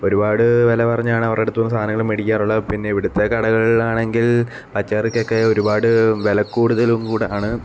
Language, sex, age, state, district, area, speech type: Malayalam, male, 18-30, Kerala, Alappuzha, rural, spontaneous